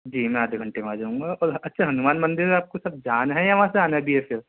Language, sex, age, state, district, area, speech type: Urdu, male, 30-45, Delhi, Central Delhi, urban, conversation